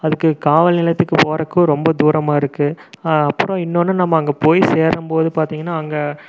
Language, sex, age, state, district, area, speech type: Tamil, male, 30-45, Tamil Nadu, Erode, rural, spontaneous